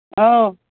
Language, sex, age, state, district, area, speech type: Manipuri, female, 60+, Manipur, Imphal East, rural, conversation